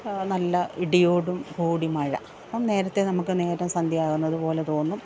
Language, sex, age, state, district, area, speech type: Malayalam, female, 45-60, Kerala, Pathanamthitta, rural, spontaneous